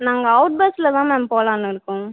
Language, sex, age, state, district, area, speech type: Tamil, female, 18-30, Tamil Nadu, Cuddalore, rural, conversation